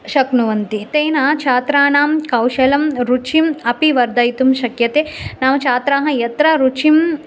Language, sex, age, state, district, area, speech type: Sanskrit, female, 30-45, Andhra Pradesh, Visakhapatnam, urban, spontaneous